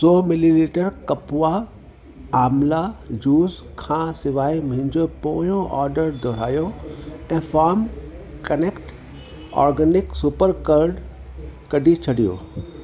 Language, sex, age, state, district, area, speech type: Sindhi, male, 60+, Delhi, South Delhi, urban, read